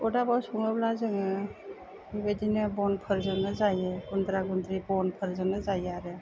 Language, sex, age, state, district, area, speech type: Bodo, female, 30-45, Assam, Chirang, urban, spontaneous